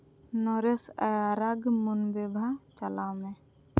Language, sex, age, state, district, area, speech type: Santali, female, 18-30, Jharkhand, Seraikela Kharsawan, rural, read